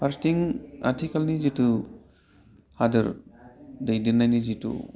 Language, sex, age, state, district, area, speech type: Bodo, male, 30-45, Assam, Udalguri, urban, spontaneous